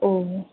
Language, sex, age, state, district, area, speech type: Tamil, female, 18-30, Tamil Nadu, Mayiladuthurai, rural, conversation